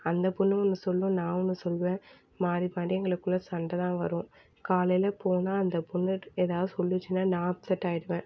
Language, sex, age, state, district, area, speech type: Tamil, female, 18-30, Tamil Nadu, Mayiladuthurai, urban, spontaneous